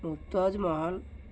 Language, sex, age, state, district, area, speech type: Telugu, male, 18-30, Telangana, Narayanpet, urban, spontaneous